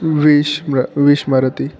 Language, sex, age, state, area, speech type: Sanskrit, male, 18-30, Chhattisgarh, urban, spontaneous